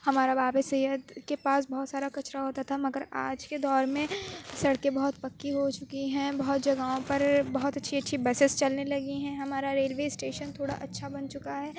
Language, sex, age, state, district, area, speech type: Urdu, female, 18-30, Uttar Pradesh, Aligarh, urban, spontaneous